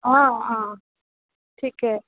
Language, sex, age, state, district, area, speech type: Assamese, female, 18-30, Assam, Goalpara, urban, conversation